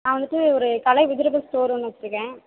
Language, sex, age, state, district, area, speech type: Tamil, female, 18-30, Tamil Nadu, Tiruvarur, rural, conversation